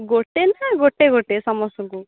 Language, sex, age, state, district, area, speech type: Odia, female, 18-30, Odisha, Jagatsinghpur, rural, conversation